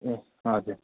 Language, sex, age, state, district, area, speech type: Nepali, male, 30-45, West Bengal, Kalimpong, rural, conversation